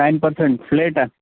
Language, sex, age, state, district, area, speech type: Sindhi, male, 18-30, Gujarat, Kutch, urban, conversation